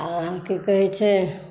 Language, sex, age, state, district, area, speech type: Maithili, female, 60+, Bihar, Saharsa, rural, spontaneous